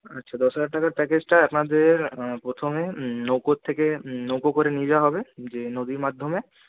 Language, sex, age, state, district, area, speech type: Bengali, male, 30-45, West Bengal, Purulia, urban, conversation